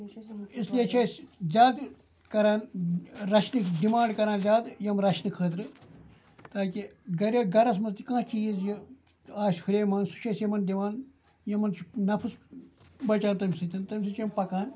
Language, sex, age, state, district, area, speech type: Kashmiri, male, 45-60, Jammu and Kashmir, Ganderbal, rural, spontaneous